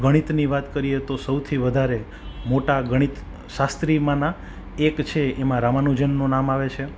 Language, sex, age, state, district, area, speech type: Gujarati, male, 30-45, Gujarat, Rajkot, urban, spontaneous